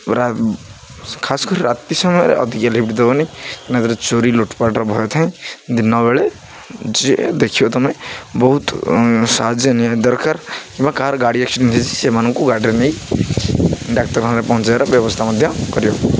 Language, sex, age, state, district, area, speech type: Odia, male, 18-30, Odisha, Jagatsinghpur, rural, spontaneous